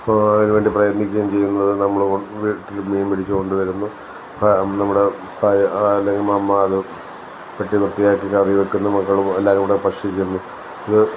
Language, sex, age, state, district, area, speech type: Malayalam, male, 45-60, Kerala, Alappuzha, rural, spontaneous